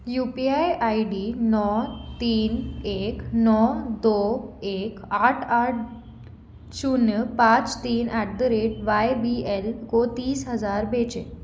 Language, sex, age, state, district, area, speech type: Hindi, female, 18-30, Madhya Pradesh, Jabalpur, urban, read